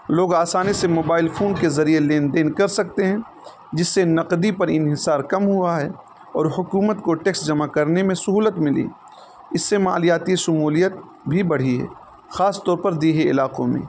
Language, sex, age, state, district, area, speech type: Urdu, male, 30-45, Uttar Pradesh, Balrampur, rural, spontaneous